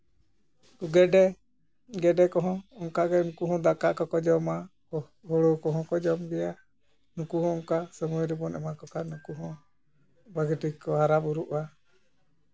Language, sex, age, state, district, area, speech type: Santali, male, 45-60, West Bengal, Jhargram, rural, spontaneous